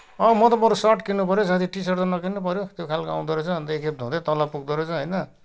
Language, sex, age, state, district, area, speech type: Nepali, male, 60+, West Bengal, Kalimpong, rural, spontaneous